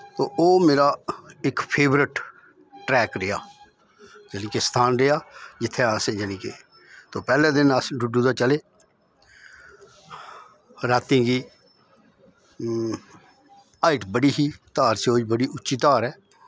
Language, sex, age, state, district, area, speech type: Dogri, male, 60+, Jammu and Kashmir, Udhampur, rural, spontaneous